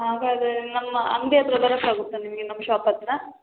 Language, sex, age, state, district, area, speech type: Kannada, female, 18-30, Karnataka, Hassan, rural, conversation